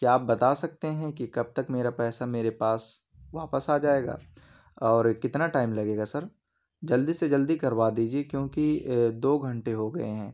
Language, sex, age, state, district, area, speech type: Urdu, male, 18-30, Uttar Pradesh, Ghaziabad, urban, spontaneous